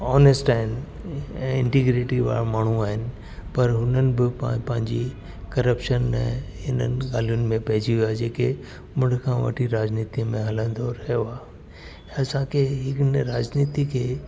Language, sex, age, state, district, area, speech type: Sindhi, male, 60+, Delhi, South Delhi, urban, spontaneous